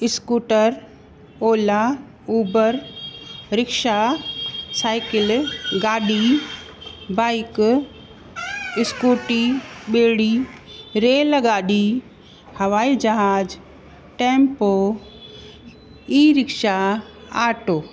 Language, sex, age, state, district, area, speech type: Sindhi, female, 45-60, Uttar Pradesh, Lucknow, urban, spontaneous